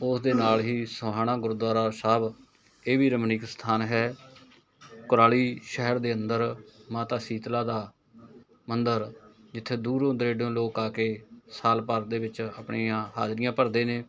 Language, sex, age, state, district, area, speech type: Punjabi, male, 45-60, Punjab, Mohali, urban, spontaneous